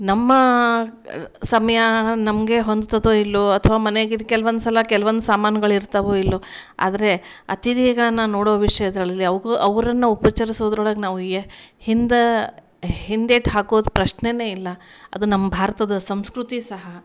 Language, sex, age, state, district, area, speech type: Kannada, female, 45-60, Karnataka, Gulbarga, urban, spontaneous